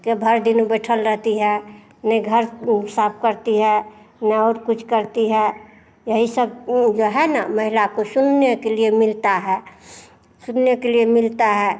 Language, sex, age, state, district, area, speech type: Hindi, female, 45-60, Bihar, Madhepura, rural, spontaneous